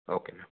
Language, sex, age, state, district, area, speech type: Bengali, male, 30-45, West Bengal, Nadia, urban, conversation